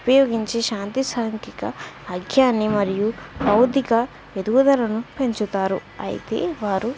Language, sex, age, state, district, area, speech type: Telugu, female, 18-30, Telangana, Warangal, rural, spontaneous